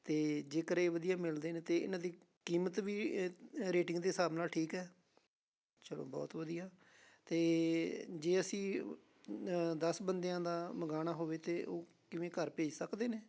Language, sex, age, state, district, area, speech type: Punjabi, male, 30-45, Punjab, Amritsar, urban, spontaneous